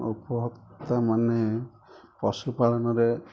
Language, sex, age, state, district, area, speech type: Odia, male, 30-45, Odisha, Kendujhar, urban, spontaneous